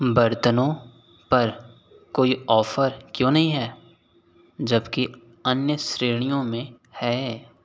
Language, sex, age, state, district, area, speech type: Hindi, male, 18-30, Uttar Pradesh, Sonbhadra, rural, read